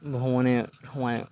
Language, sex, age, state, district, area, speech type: Bengali, male, 45-60, West Bengal, Birbhum, urban, spontaneous